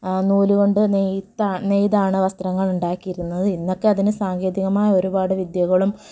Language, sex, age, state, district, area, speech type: Malayalam, female, 30-45, Kerala, Malappuram, rural, spontaneous